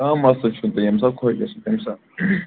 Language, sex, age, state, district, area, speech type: Kashmiri, male, 18-30, Jammu and Kashmir, Shopian, rural, conversation